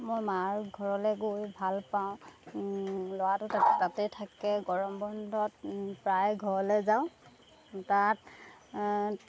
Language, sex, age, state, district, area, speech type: Assamese, female, 30-45, Assam, Golaghat, urban, spontaneous